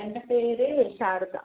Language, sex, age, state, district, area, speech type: Malayalam, female, 30-45, Kerala, Kannur, urban, conversation